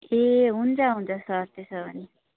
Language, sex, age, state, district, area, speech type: Nepali, female, 18-30, West Bengal, Darjeeling, rural, conversation